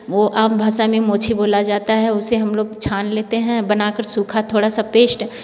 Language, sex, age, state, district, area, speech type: Hindi, female, 45-60, Uttar Pradesh, Varanasi, rural, spontaneous